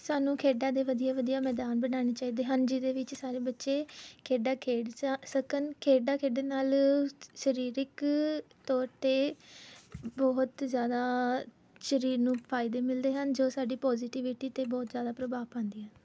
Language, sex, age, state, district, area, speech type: Punjabi, female, 18-30, Punjab, Rupnagar, urban, spontaneous